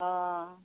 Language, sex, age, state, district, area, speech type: Assamese, female, 45-60, Assam, Morigaon, rural, conversation